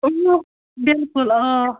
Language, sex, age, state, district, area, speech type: Kashmiri, female, 30-45, Jammu and Kashmir, Baramulla, rural, conversation